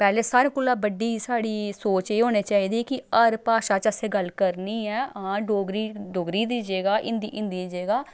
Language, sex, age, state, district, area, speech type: Dogri, female, 30-45, Jammu and Kashmir, Samba, rural, spontaneous